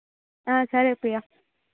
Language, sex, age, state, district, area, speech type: Telugu, female, 18-30, Andhra Pradesh, Sri Balaji, rural, conversation